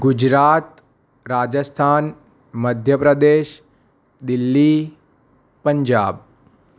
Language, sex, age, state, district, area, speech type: Gujarati, male, 18-30, Gujarat, Anand, urban, spontaneous